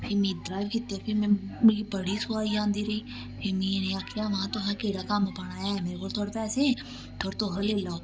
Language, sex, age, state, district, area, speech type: Dogri, female, 30-45, Jammu and Kashmir, Samba, rural, spontaneous